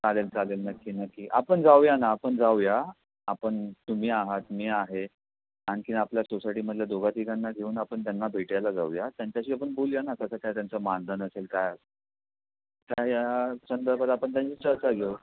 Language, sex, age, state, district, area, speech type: Marathi, male, 30-45, Maharashtra, Raigad, rural, conversation